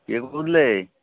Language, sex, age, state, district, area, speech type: Odia, male, 45-60, Odisha, Sambalpur, rural, conversation